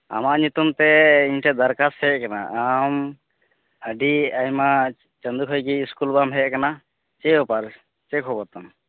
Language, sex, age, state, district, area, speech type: Santali, male, 18-30, West Bengal, Uttar Dinajpur, rural, conversation